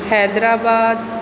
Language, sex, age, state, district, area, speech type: Sindhi, female, 30-45, Uttar Pradesh, Lucknow, urban, spontaneous